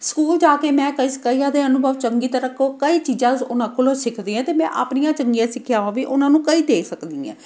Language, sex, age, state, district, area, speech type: Punjabi, female, 45-60, Punjab, Amritsar, urban, spontaneous